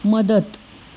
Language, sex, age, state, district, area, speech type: Marathi, female, 30-45, Maharashtra, Sindhudurg, rural, read